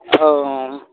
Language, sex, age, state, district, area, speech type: Maithili, male, 18-30, Bihar, Samastipur, rural, conversation